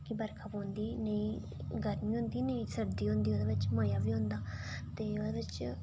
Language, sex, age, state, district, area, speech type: Dogri, female, 18-30, Jammu and Kashmir, Reasi, rural, spontaneous